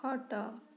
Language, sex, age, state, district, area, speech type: Odia, female, 30-45, Odisha, Mayurbhanj, rural, read